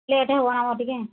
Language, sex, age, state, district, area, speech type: Odia, female, 60+, Odisha, Angul, rural, conversation